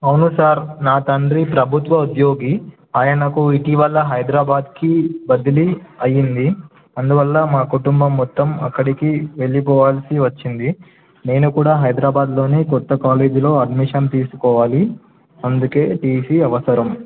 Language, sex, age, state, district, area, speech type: Telugu, male, 18-30, Telangana, Nizamabad, urban, conversation